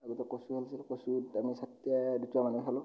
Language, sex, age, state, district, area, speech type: Assamese, male, 18-30, Assam, Darrang, rural, spontaneous